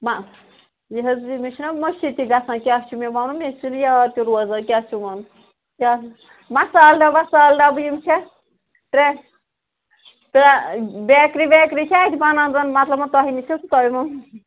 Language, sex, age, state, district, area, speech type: Kashmiri, male, 30-45, Jammu and Kashmir, Srinagar, urban, conversation